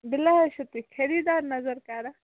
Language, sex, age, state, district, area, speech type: Kashmiri, female, 18-30, Jammu and Kashmir, Baramulla, rural, conversation